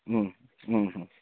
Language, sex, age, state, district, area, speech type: Bengali, male, 30-45, West Bengal, Darjeeling, rural, conversation